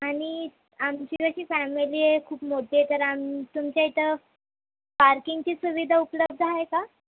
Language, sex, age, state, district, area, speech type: Marathi, female, 18-30, Maharashtra, Thane, urban, conversation